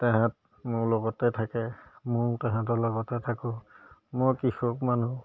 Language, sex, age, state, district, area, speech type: Assamese, male, 30-45, Assam, Majuli, urban, spontaneous